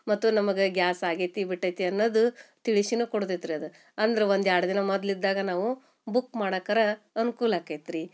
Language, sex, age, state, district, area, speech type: Kannada, female, 45-60, Karnataka, Gadag, rural, spontaneous